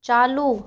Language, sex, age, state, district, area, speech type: Hindi, female, 60+, Rajasthan, Jaipur, urban, read